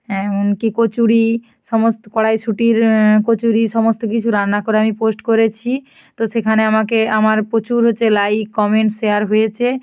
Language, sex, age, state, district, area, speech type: Bengali, female, 18-30, West Bengal, North 24 Parganas, rural, spontaneous